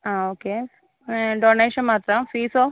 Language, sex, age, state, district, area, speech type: Malayalam, female, 60+, Kerala, Kozhikode, urban, conversation